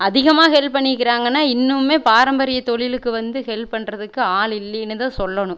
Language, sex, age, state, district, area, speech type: Tamil, female, 30-45, Tamil Nadu, Erode, rural, spontaneous